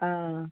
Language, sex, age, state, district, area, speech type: Malayalam, female, 30-45, Kerala, Wayanad, rural, conversation